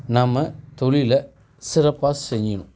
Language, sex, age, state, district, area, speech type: Tamil, male, 45-60, Tamil Nadu, Perambalur, rural, spontaneous